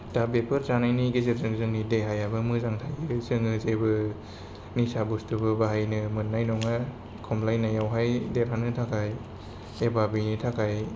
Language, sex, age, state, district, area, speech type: Bodo, male, 30-45, Assam, Kokrajhar, rural, spontaneous